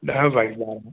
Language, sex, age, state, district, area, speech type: Sindhi, male, 60+, Uttar Pradesh, Lucknow, urban, conversation